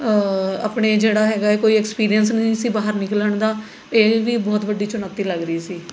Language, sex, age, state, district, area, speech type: Punjabi, female, 30-45, Punjab, Mohali, urban, spontaneous